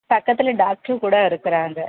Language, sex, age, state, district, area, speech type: Tamil, female, 30-45, Tamil Nadu, Tirupattur, rural, conversation